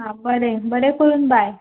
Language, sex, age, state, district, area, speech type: Goan Konkani, female, 18-30, Goa, Tiswadi, rural, conversation